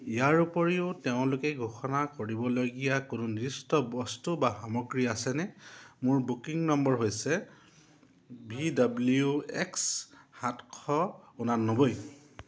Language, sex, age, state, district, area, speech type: Assamese, male, 45-60, Assam, Dibrugarh, urban, read